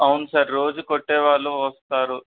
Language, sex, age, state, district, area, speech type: Telugu, male, 18-30, Telangana, Medak, rural, conversation